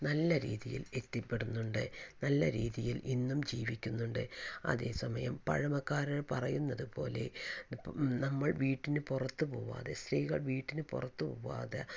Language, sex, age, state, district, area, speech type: Malayalam, female, 45-60, Kerala, Palakkad, rural, spontaneous